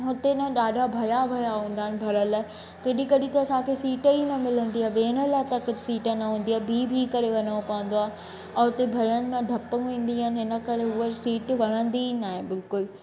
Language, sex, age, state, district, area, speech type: Sindhi, female, 18-30, Madhya Pradesh, Katni, urban, spontaneous